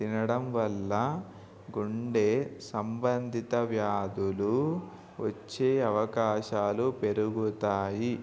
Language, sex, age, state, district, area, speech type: Telugu, male, 18-30, Telangana, Mahabubabad, urban, spontaneous